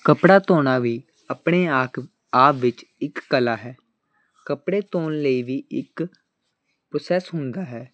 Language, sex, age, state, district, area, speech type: Punjabi, male, 18-30, Punjab, Hoshiarpur, urban, spontaneous